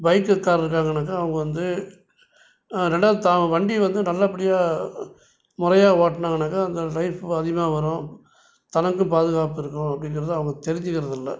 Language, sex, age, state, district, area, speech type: Tamil, male, 60+, Tamil Nadu, Salem, urban, spontaneous